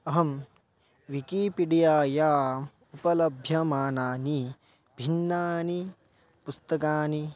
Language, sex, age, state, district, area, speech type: Sanskrit, male, 18-30, Maharashtra, Buldhana, urban, spontaneous